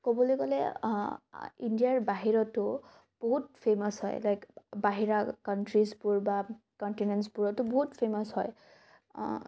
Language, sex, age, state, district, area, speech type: Assamese, female, 18-30, Assam, Morigaon, rural, spontaneous